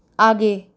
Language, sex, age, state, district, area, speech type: Hindi, female, 30-45, Rajasthan, Jaipur, urban, read